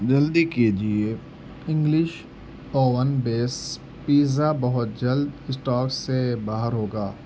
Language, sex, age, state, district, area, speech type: Urdu, male, 18-30, Delhi, East Delhi, urban, read